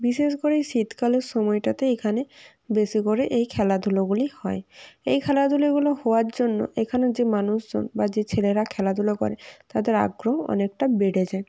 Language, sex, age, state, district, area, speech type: Bengali, female, 18-30, West Bengal, Jalpaiguri, rural, spontaneous